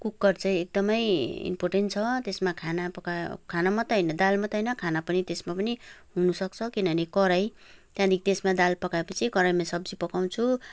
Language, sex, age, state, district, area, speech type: Nepali, female, 45-60, West Bengal, Kalimpong, rural, spontaneous